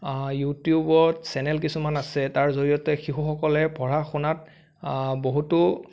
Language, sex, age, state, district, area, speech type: Assamese, male, 18-30, Assam, Sonitpur, urban, spontaneous